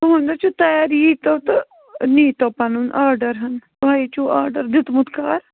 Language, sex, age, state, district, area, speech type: Kashmiri, female, 45-60, Jammu and Kashmir, Bandipora, rural, conversation